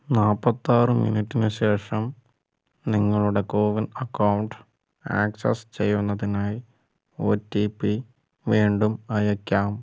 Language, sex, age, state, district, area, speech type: Malayalam, male, 30-45, Kerala, Wayanad, rural, read